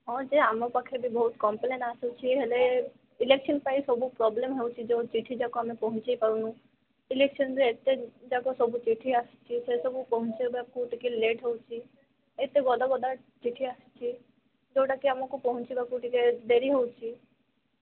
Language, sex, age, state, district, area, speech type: Odia, female, 18-30, Odisha, Malkangiri, urban, conversation